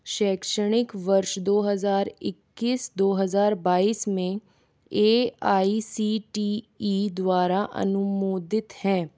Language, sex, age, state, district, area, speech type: Hindi, female, 45-60, Rajasthan, Jaipur, urban, read